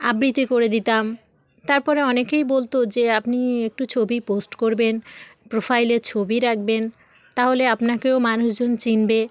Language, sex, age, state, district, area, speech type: Bengali, female, 18-30, West Bengal, South 24 Parganas, rural, spontaneous